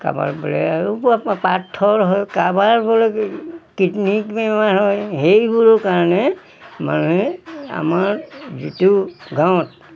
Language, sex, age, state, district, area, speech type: Assamese, male, 60+, Assam, Golaghat, rural, spontaneous